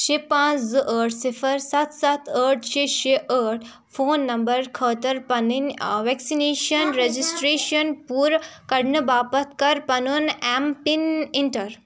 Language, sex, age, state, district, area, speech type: Kashmiri, female, 18-30, Jammu and Kashmir, Kupwara, rural, read